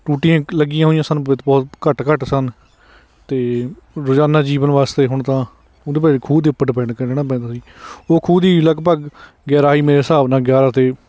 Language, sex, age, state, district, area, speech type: Punjabi, male, 30-45, Punjab, Hoshiarpur, rural, spontaneous